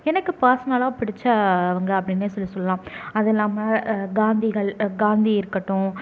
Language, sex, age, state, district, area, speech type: Tamil, female, 18-30, Tamil Nadu, Nagapattinam, rural, spontaneous